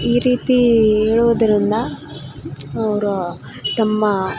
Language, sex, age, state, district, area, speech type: Kannada, female, 18-30, Karnataka, Koppal, rural, spontaneous